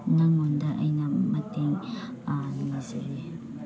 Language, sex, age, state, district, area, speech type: Manipuri, female, 18-30, Manipur, Chandel, rural, spontaneous